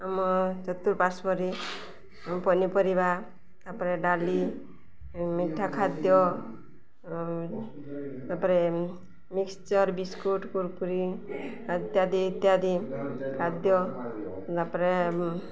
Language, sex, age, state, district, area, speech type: Odia, female, 45-60, Odisha, Balangir, urban, spontaneous